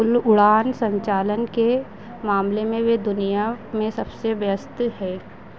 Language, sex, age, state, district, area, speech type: Hindi, female, 18-30, Madhya Pradesh, Harda, urban, read